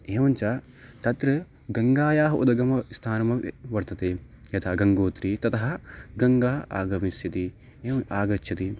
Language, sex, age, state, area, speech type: Sanskrit, male, 18-30, Uttarakhand, rural, spontaneous